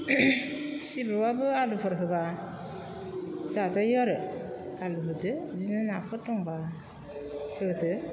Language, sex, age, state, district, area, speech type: Bodo, female, 60+, Assam, Chirang, rural, spontaneous